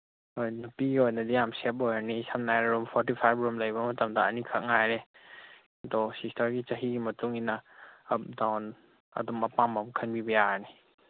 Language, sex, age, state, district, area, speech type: Manipuri, male, 18-30, Manipur, Senapati, rural, conversation